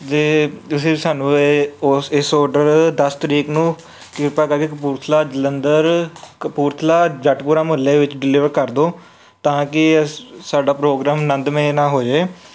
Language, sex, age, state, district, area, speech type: Punjabi, male, 18-30, Punjab, Kapurthala, urban, spontaneous